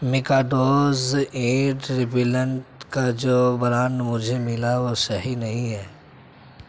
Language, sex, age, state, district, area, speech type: Urdu, male, 18-30, Delhi, Central Delhi, urban, read